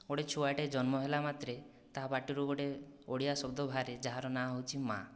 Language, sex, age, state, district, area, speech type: Odia, male, 30-45, Odisha, Kandhamal, rural, spontaneous